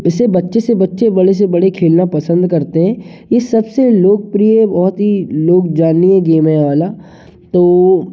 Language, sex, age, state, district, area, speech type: Hindi, male, 18-30, Madhya Pradesh, Jabalpur, urban, spontaneous